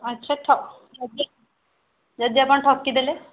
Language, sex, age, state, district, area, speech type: Odia, female, 18-30, Odisha, Jajpur, rural, conversation